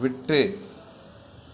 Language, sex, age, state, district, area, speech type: Tamil, male, 45-60, Tamil Nadu, Krishnagiri, rural, read